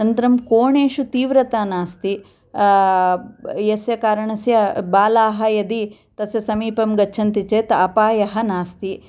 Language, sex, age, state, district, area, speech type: Sanskrit, female, 45-60, Andhra Pradesh, Kurnool, urban, spontaneous